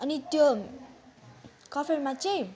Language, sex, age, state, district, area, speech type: Nepali, female, 18-30, West Bengal, Kalimpong, rural, spontaneous